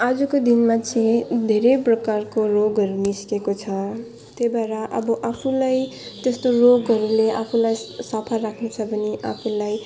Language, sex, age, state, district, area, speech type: Nepali, female, 18-30, West Bengal, Alipurduar, urban, spontaneous